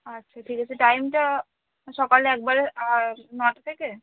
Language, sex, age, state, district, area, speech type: Bengali, female, 18-30, West Bengal, Cooch Behar, rural, conversation